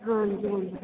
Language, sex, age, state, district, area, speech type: Punjabi, female, 30-45, Punjab, Jalandhar, rural, conversation